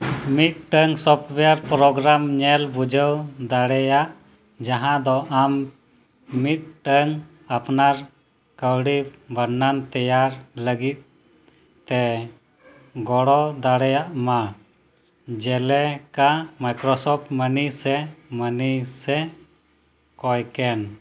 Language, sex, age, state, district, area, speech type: Santali, male, 30-45, Jharkhand, East Singhbhum, rural, read